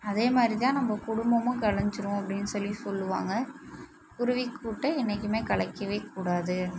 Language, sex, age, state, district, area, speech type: Tamil, female, 18-30, Tamil Nadu, Mayiladuthurai, urban, spontaneous